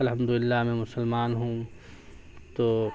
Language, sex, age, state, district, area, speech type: Urdu, male, 18-30, Bihar, Darbhanga, urban, spontaneous